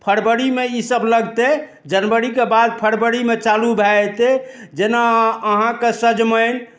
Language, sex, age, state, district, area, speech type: Maithili, male, 60+, Bihar, Darbhanga, rural, spontaneous